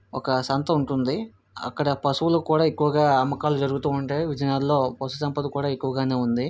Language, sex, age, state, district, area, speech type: Telugu, male, 45-60, Andhra Pradesh, Vizianagaram, rural, spontaneous